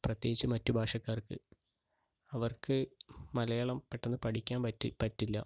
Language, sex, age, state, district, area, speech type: Malayalam, male, 30-45, Kerala, Palakkad, rural, spontaneous